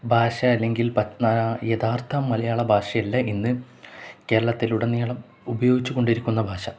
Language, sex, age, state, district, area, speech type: Malayalam, male, 18-30, Kerala, Kozhikode, rural, spontaneous